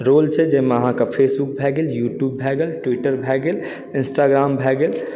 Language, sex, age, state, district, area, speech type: Maithili, male, 30-45, Bihar, Supaul, urban, spontaneous